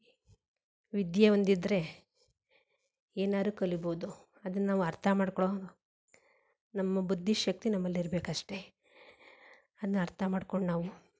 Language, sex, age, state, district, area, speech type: Kannada, female, 45-60, Karnataka, Mandya, rural, spontaneous